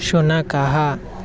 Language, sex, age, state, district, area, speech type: Sanskrit, male, 18-30, Karnataka, Chikkamagaluru, rural, read